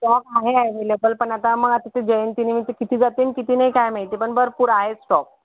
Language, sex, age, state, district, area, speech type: Marathi, female, 30-45, Maharashtra, Buldhana, rural, conversation